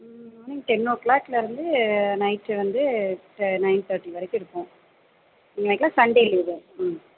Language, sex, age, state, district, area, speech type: Tamil, female, 30-45, Tamil Nadu, Pudukkottai, rural, conversation